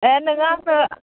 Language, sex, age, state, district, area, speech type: Bodo, female, 30-45, Assam, Udalguri, urban, conversation